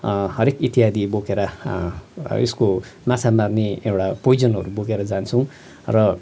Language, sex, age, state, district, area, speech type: Nepali, male, 45-60, West Bengal, Kalimpong, rural, spontaneous